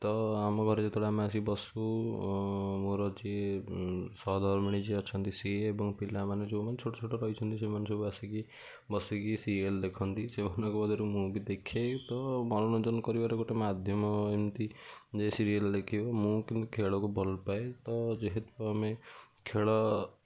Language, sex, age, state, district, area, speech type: Odia, male, 60+, Odisha, Kendujhar, urban, spontaneous